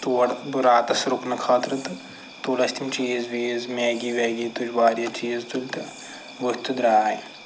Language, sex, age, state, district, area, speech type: Kashmiri, male, 45-60, Jammu and Kashmir, Srinagar, urban, spontaneous